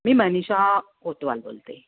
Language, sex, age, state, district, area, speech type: Marathi, female, 45-60, Maharashtra, Nashik, urban, conversation